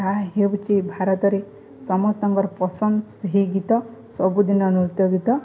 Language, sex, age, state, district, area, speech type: Odia, female, 18-30, Odisha, Balangir, urban, spontaneous